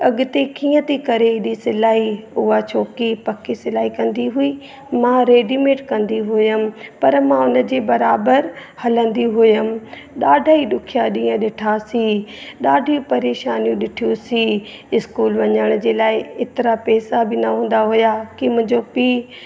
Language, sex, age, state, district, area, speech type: Sindhi, female, 30-45, Madhya Pradesh, Katni, rural, spontaneous